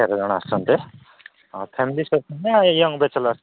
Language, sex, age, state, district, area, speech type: Odia, male, 45-60, Odisha, Nabarangpur, rural, conversation